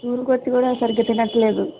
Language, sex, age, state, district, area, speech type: Telugu, female, 45-60, Andhra Pradesh, Vizianagaram, rural, conversation